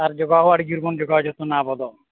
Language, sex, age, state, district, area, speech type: Santali, male, 30-45, Jharkhand, East Singhbhum, rural, conversation